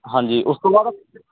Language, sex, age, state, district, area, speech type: Punjabi, male, 30-45, Punjab, Mansa, rural, conversation